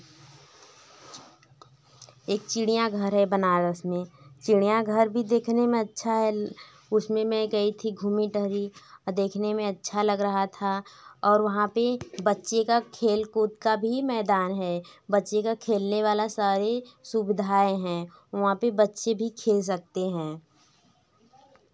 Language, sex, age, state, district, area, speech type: Hindi, female, 18-30, Uttar Pradesh, Varanasi, rural, spontaneous